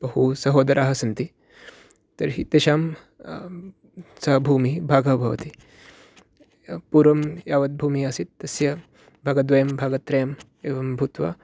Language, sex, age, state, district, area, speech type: Sanskrit, male, 18-30, Karnataka, Uttara Kannada, urban, spontaneous